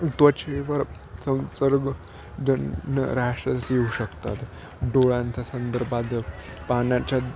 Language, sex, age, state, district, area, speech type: Marathi, male, 18-30, Maharashtra, Nashik, urban, spontaneous